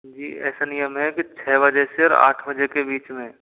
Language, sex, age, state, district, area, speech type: Hindi, male, 45-60, Rajasthan, Jodhpur, urban, conversation